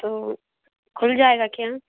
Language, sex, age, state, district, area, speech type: Hindi, female, 60+, Madhya Pradesh, Bhopal, urban, conversation